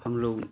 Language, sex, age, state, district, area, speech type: Hindi, male, 45-60, Uttar Pradesh, Chandauli, rural, spontaneous